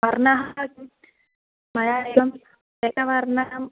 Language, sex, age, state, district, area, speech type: Sanskrit, female, 18-30, Kerala, Kannur, rural, conversation